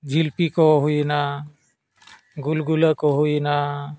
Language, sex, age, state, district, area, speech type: Santali, male, 45-60, Jharkhand, Bokaro, rural, spontaneous